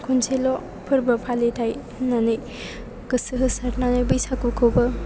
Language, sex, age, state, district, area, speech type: Bodo, female, 18-30, Assam, Chirang, rural, spontaneous